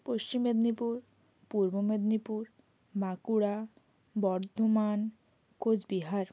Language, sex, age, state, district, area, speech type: Bengali, female, 18-30, West Bengal, Hooghly, urban, spontaneous